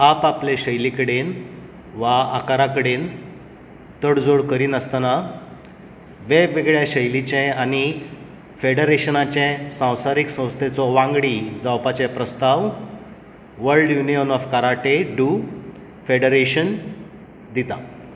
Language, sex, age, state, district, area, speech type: Goan Konkani, male, 45-60, Goa, Tiswadi, rural, read